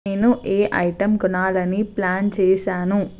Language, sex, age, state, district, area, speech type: Telugu, female, 18-30, Telangana, Medchal, urban, read